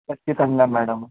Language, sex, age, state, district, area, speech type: Telugu, male, 18-30, Telangana, Hyderabad, urban, conversation